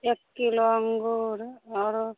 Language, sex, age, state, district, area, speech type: Maithili, female, 30-45, Bihar, Samastipur, urban, conversation